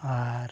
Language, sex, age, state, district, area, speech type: Santali, male, 45-60, Odisha, Mayurbhanj, rural, spontaneous